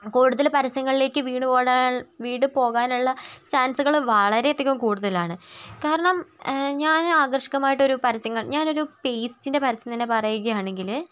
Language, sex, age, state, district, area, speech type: Malayalam, female, 18-30, Kerala, Wayanad, rural, spontaneous